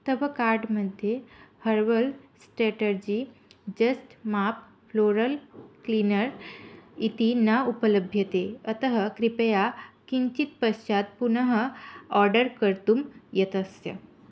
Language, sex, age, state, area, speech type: Sanskrit, female, 18-30, Tripura, rural, read